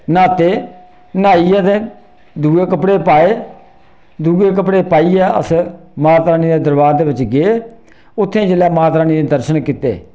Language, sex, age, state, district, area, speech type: Dogri, male, 45-60, Jammu and Kashmir, Reasi, rural, spontaneous